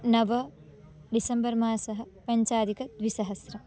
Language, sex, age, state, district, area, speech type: Sanskrit, female, 18-30, Karnataka, Belgaum, rural, spontaneous